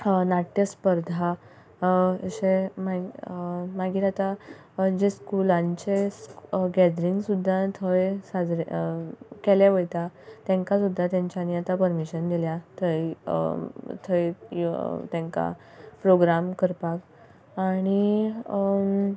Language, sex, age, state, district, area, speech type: Goan Konkani, female, 18-30, Goa, Ponda, rural, spontaneous